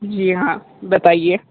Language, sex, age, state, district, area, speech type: Hindi, male, 18-30, Uttar Pradesh, Sonbhadra, rural, conversation